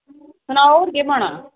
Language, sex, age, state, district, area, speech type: Dogri, female, 18-30, Jammu and Kashmir, Samba, rural, conversation